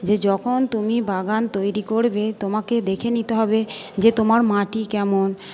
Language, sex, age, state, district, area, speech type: Bengali, female, 45-60, West Bengal, Purba Bardhaman, urban, spontaneous